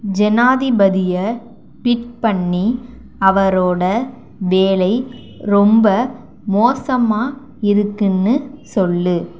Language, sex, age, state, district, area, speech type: Tamil, female, 30-45, Tamil Nadu, Sivaganga, rural, read